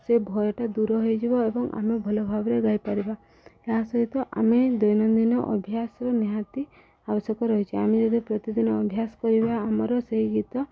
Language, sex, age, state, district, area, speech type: Odia, female, 45-60, Odisha, Subarnapur, urban, spontaneous